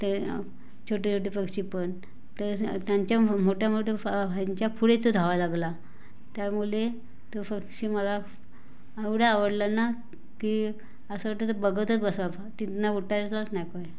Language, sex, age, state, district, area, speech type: Marathi, female, 45-60, Maharashtra, Raigad, rural, spontaneous